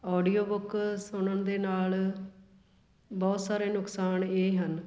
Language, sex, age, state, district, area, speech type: Punjabi, female, 45-60, Punjab, Fatehgarh Sahib, urban, spontaneous